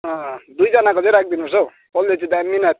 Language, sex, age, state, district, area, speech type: Nepali, male, 30-45, West Bengal, Kalimpong, rural, conversation